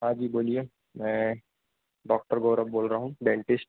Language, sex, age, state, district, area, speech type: Hindi, male, 30-45, Madhya Pradesh, Harda, urban, conversation